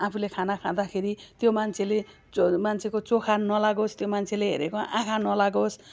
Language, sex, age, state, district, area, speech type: Nepali, female, 45-60, West Bengal, Kalimpong, rural, spontaneous